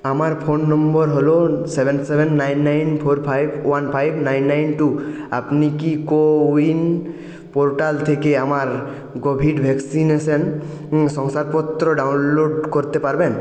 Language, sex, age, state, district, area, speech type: Bengali, male, 18-30, West Bengal, Purulia, urban, read